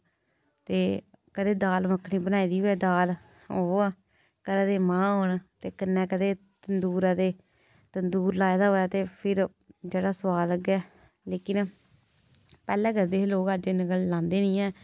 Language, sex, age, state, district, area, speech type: Dogri, female, 18-30, Jammu and Kashmir, Samba, rural, spontaneous